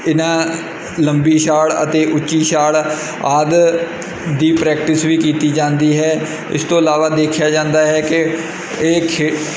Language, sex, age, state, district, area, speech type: Punjabi, male, 30-45, Punjab, Kapurthala, rural, spontaneous